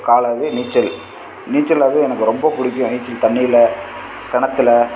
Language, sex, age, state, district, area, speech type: Tamil, male, 18-30, Tamil Nadu, Namakkal, rural, spontaneous